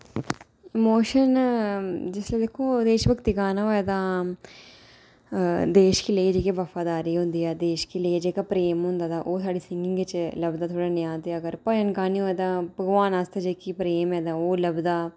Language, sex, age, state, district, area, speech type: Dogri, female, 30-45, Jammu and Kashmir, Udhampur, urban, spontaneous